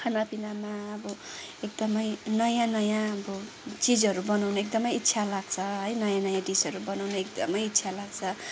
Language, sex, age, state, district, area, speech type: Nepali, female, 45-60, West Bengal, Kalimpong, rural, spontaneous